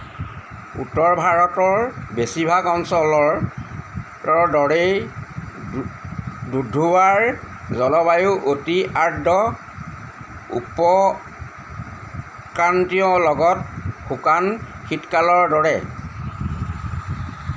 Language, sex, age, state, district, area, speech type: Assamese, male, 60+, Assam, Golaghat, urban, read